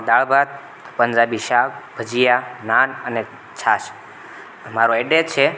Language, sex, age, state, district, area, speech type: Gujarati, male, 30-45, Gujarat, Rajkot, rural, spontaneous